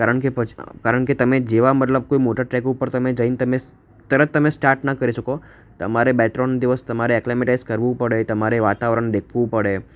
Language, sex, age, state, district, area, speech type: Gujarati, male, 18-30, Gujarat, Ahmedabad, urban, spontaneous